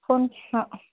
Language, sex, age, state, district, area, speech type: Marathi, female, 30-45, Maharashtra, Washim, rural, conversation